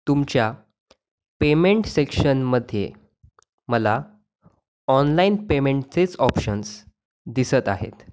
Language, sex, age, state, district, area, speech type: Marathi, male, 18-30, Maharashtra, Sindhudurg, rural, spontaneous